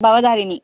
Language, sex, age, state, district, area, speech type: Tamil, female, 45-60, Tamil Nadu, Kallakurichi, urban, conversation